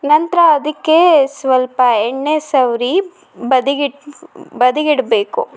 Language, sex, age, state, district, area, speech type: Kannada, female, 30-45, Karnataka, Shimoga, rural, spontaneous